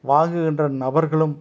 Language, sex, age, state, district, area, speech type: Tamil, male, 45-60, Tamil Nadu, Tiruppur, rural, spontaneous